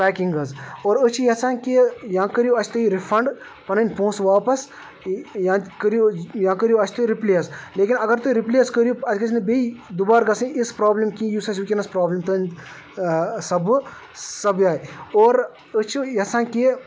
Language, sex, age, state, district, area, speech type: Kashmiri, male, 30-45, Jammu and Kashmir, Baramulla, rural, spontaneous